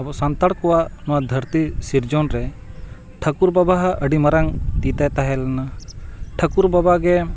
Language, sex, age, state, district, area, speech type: Santali, male, 45-60, Jharkhand, Bokaro, rural, spontaneous